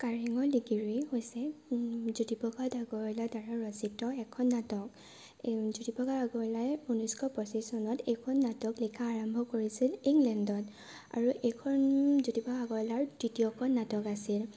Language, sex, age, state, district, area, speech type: Assamese, female, 18-30, Assam, Sivasagar, urban, spontaneous